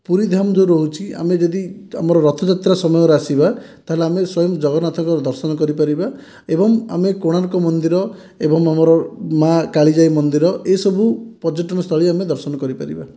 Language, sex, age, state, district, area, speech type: Odia, male, 18-30, Odisha, Dhenkanal, rural, spontaneous